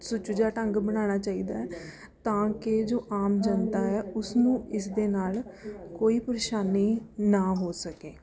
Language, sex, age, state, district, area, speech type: Punjabi, female, 30-45, Punjab, Rupnagar, urban, spontaneous